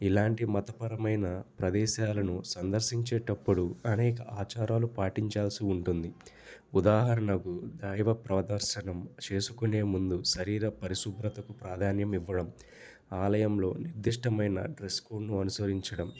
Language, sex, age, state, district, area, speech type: Telugu, male, 18-30, Andhra Pradesh, Nellore, rural, spontaneous